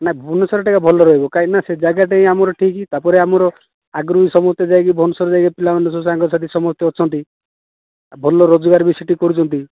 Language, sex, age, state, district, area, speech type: Odia, male, 30-45, Odisha, Kandhamal, rural, conversation